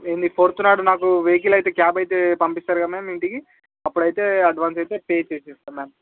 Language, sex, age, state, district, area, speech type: Telugu, male, 18-30, Andhra Pradesh, Srikakulam, urban, conversation